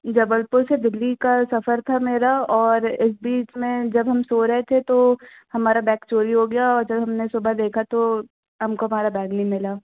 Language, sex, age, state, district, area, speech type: Hindi, female, 30-45, Madhya Pradesh, Jabalpur, urban, conversation